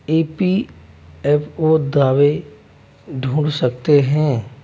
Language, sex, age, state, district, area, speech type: Hindi, male, 18-30, Rajasthan, Jaipur, urban, read